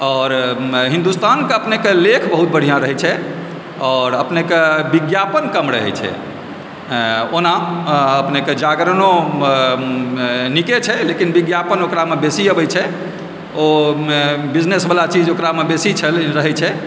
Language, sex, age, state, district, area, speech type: Maithili, male, 45-60, Bihar, Supaul, urban, spontaneous